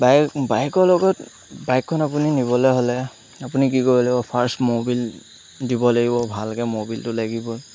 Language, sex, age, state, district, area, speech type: Assamese, male, 18-30, Assam, Lakhimpur, rural, spontaneous